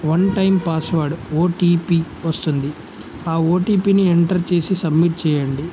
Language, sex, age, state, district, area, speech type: Telugu, male, 18-30, Telangana, Jangaon, rural, spontaneous